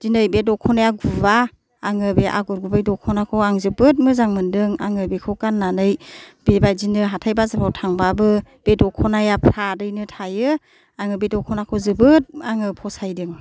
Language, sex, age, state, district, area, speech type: Bodo, female, 60+, Assam, Kokrajhar, urban, spontaneous